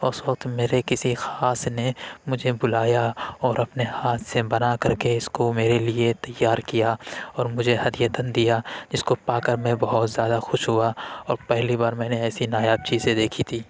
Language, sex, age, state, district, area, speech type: Urdu, male, 60+, Uttar Pradesh, Lucknow, rural, spontaneous